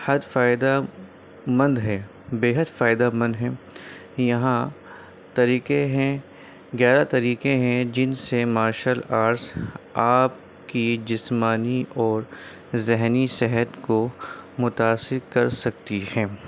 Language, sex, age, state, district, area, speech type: Urdu, male, 30-45, Delhi, North East Delhi, urban, spontaneous